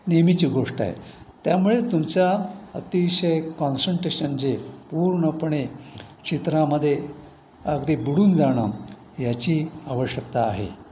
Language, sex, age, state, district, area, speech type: Marathi, male, 60+, Maharashtra, Pune, urban, spontaneous